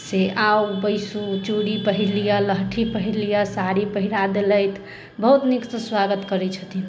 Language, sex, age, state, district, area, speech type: Maithili, female, 30-45, Bihar, Sitamarhi, urban, spontaneous